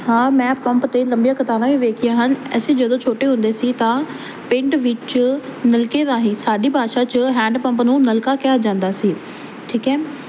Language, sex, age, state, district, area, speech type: Punjabi, female, 18-30, Punjab, Fazilka, rural, spontaneous